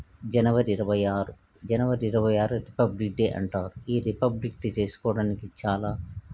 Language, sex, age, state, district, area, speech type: Telugu, male, 45-60, Andhra Pradesh, Krishna, urban, spontaneous